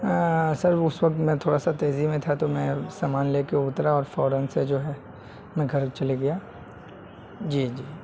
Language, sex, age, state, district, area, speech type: Urdu, male, 18-30, Delhi, North West Delhi, urban, spontaneous